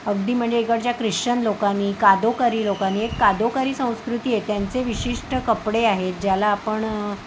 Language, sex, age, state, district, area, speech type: Marathi, female, 30-45, Maharashtra, Palghar, urban, spontaneous